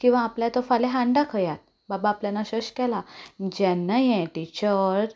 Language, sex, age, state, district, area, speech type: Goan Konkani, female, 18-30, Goa, Canacona, rural, spontaneous